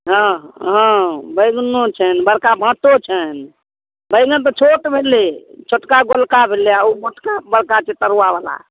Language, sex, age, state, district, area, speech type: Maithili, female, 45-60, Bihar, Darbhanga, rural, conversation